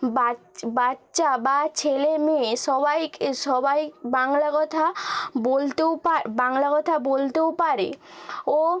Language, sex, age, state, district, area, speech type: Bengali, female, 18-30, West Bengal, Nadia, rural, spontaneous